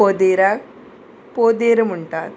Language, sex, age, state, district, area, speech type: Goan Konkani, female, 30-45, Goa, Murmgao, urban, spontaneous